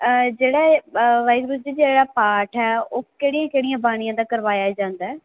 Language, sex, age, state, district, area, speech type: Punjabi, female, 18-30, Punjab, Muktsar, rural, conversation